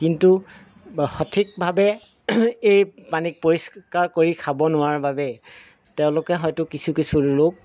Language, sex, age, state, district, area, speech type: Assamese, male, 30-45, Assam, Golaghat, urban, spontaneous